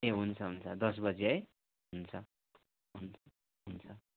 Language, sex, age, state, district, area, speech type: Nepali, male, 45-60, West Bengal, Kalimpong, rural, conversation